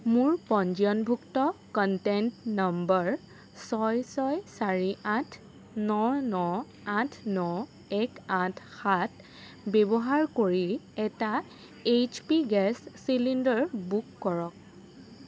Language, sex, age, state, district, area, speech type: Assamese, female, 18-30, Assam, Sonitpur, rural, read